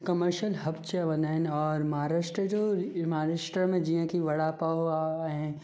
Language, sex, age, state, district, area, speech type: Sindhi, male, 18-30, Maharashtra, Thane, urban, spontaneous